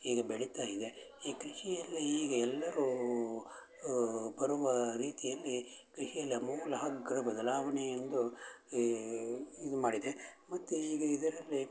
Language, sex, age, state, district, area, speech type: Kannada, male, 60+, Karnataka, Shimoga, rural, spontaneous